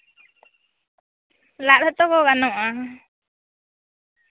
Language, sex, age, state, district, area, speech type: Santali, female, 18-30, West Bengal, Jhargram, rural, conversation